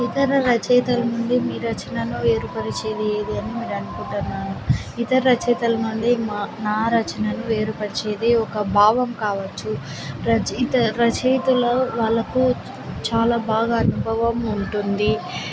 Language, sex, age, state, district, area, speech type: Telugu, female, 18-30, Andhra Pradesh, Nandyal, rural, spontaneous